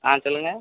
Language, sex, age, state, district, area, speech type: Tamil, male, 18-30, Tamil Nadu, Tirunelveli, rural, conversation